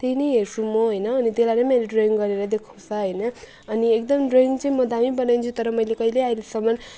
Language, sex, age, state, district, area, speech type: Nepali, female, 30-45, West Bengal, Alipurduar, urban, spontaneous